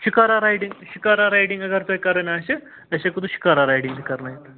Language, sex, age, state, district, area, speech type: Kashmiri, male, 18-30, Jammu and Kashmir, Srinagar, urban, conversation